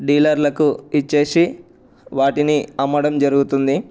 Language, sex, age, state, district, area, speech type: Telugu, male, 18-30, Telangana, Ranga Reddy, urban, spontaneous